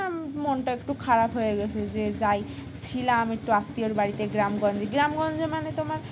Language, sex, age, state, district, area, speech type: Bengali, female, 18-30, West Bengal, Dakshin Dinajpur, urban, spontaneous